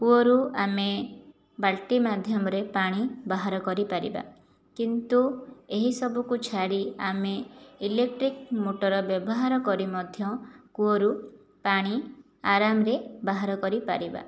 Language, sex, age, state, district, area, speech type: Odia, female, 18-30, Odisha, Jajpur, rural, spontaneous